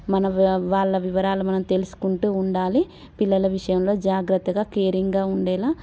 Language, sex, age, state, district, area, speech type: Telugu, female, 30-45, Telangana, Warangal, urban, spontaneous